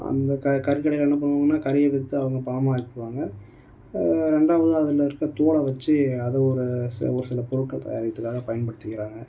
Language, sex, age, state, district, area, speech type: Tamil, male, 18-30, Tamil Nadu, Tiruvannamalai, urban, spontaneous